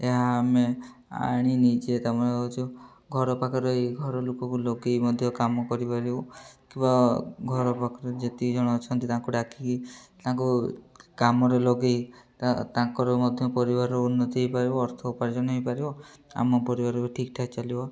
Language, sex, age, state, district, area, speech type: Odia, male, 18-30, Odisha, Mayurbhanj, rural, spontaneous